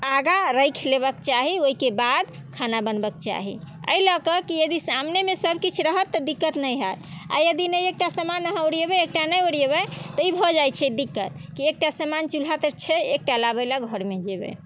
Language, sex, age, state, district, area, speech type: Maithili, female, 30-45, Bihar, Muzaffarpur, rural, spontaneous